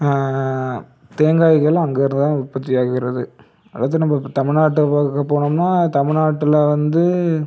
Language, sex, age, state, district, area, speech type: Tamil, male, 30-45, Tamil Nadu, Cuddalore, rural, spontaneous